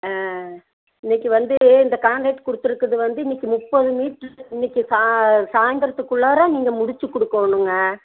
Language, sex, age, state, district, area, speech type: Tamil, female, 60+, Tamil Nadu, Coimbatore, rural, conversation